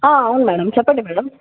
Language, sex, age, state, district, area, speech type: Telugu, female, 60+, Andhra Pradesh, Sri Balaji, urban, conversation